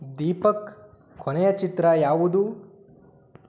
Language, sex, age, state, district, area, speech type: Kannada, male, 18-30, Karnataka, Tumkur, rural, read